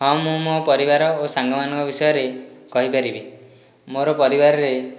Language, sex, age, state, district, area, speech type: Odia, male, 18-30, Odisha, Dhenkanal, rural, spontaneous